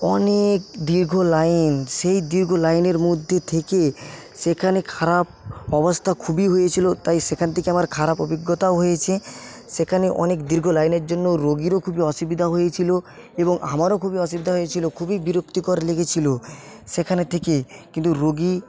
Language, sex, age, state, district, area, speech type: Bengali, male, 45-60, West Bengal, Paschim Medinipur, rural, spontaneous